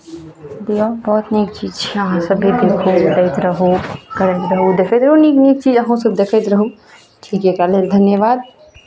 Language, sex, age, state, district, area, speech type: Maithili, female, 18-30, Bihar, Araria, rural, spontaneous